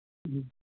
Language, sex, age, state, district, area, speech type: Manipuri, male, 60+, Manipur, Kangpokpi, urban, conversation